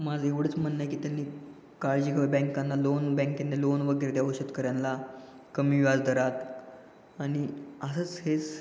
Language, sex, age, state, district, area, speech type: Marathi, male, 18-30, Maharashtra, Ratnagiri, urban, spontaneous